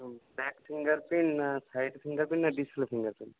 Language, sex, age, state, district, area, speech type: Bengali, male, 18-30, West Bengal, Paschim Medinipur, rural, conversation